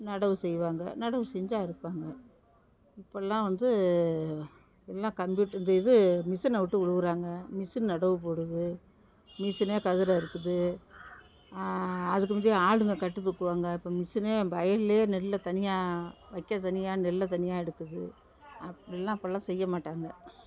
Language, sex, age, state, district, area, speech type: Tamil, female, 60+, Tamil Nadu, Thanjavur, rural, spontaneous